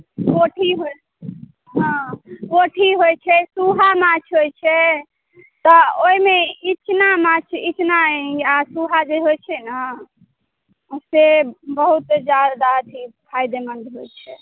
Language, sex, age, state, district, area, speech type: Maithili, female, 18-30, Bihar, Madhubani, rural, conversation